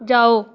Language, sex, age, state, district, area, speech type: Dogri, female, 18-30, Jammu and Kashmir, Udhampur, rural, read